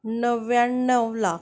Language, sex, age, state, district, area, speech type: Goan Konkani, female, 30-45, Goa, Canacona, urban, spontaneous